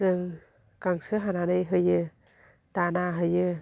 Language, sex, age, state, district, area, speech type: Bodo, female, 60+, Assam, Chirang, rural, spontaneous